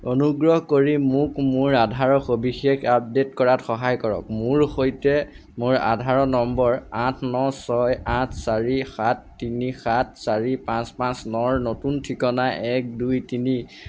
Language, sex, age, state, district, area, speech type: Assamese, male, 18-30, Assam, Golaghat, urban, read